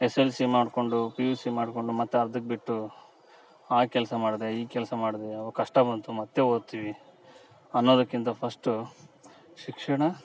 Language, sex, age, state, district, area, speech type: Kannada, male, 30-45, Karnataka, Vijayanagara, rural, spontaneous